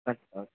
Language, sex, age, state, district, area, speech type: Bengali, male, 18-30, West Bengal, Purba Medinipur, rural, conversation